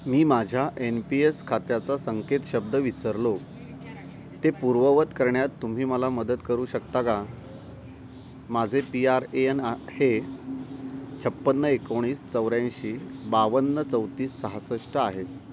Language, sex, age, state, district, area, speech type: Marathi, male, 30-45, Maharashtra, Ratnagiri, rural, read